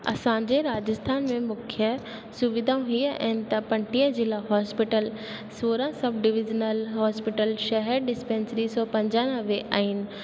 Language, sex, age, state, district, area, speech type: Sindhi, female, 18-30, Rajasthan, Ajmer, urban, spontaneous